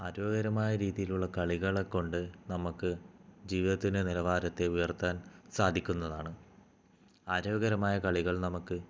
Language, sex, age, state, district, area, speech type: Malayalam, male, 18-30, Kerala, Kannur, rural, spontaneous